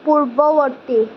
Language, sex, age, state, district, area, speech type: Assamese, female, 45-60, Assam, Darrang, rural, read